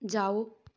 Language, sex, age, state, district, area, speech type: Punjabi, female, 18-30, Punjab, Tarn Taran, rural, read